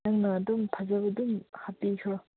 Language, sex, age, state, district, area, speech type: Manipuri, female, 18-30, Manipur, Senapati, urban, conversation